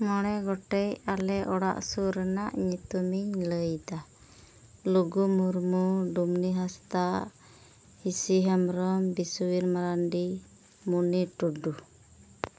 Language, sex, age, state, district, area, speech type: Santali, female, 18-30, Jharkhand, Pakur, rural, spontaneous